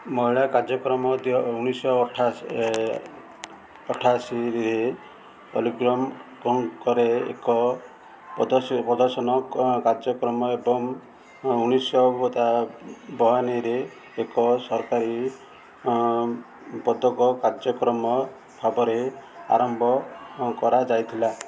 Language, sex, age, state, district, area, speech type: Odia, male, 45-60, Odisha, Ganjam, urban, read